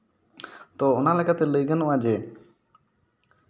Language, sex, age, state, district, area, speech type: Santali, male, 18-30, West Bengal, Purulia, rural, spontaneous